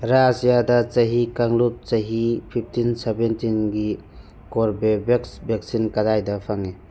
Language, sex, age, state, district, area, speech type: Manipuri, male, 30-45, Manipur, Churachandpur, rural, read